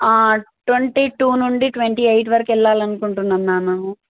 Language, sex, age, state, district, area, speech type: Telugu, female, 18-30, Telangana, Mahbubnagar, urban, conversation